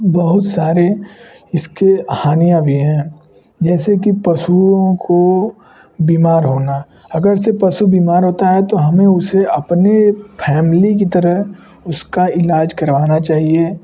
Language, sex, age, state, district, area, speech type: Hindi, male, 18-30, Uttar Pradesh, Varanasi, rural, spontaneous